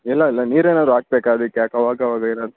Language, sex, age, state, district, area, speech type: Kannada, male, 60+, Karnataka, Davanagere, rural, conversation